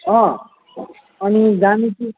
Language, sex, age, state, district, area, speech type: Nepali, male, 18-30, West Bengal, Alipurduar, urban, conversation